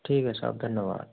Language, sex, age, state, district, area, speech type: Hindi, male, 30-45, Rajasthan, Jodhpur, urban, conversation